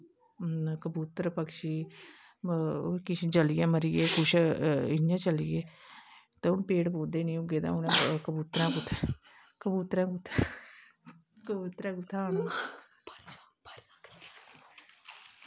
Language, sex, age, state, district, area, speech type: Dogri, female, 30-45, Jammu and Kashmir, Kathua, rural, spontaneous